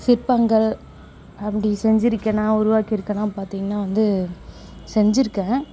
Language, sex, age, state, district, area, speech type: Tamil, female, 18-30, Tamil Nadu, Perambalur, rural, spontaneous